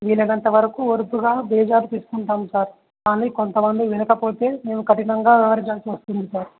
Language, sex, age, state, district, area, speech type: Telugu, male, 18-30, Telangana, Jangaon, rural, conversation